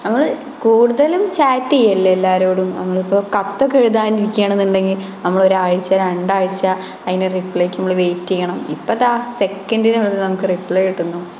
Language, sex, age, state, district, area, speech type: Malayalam, female, 18-30, Kerala, Malappuram, rural, spontaneous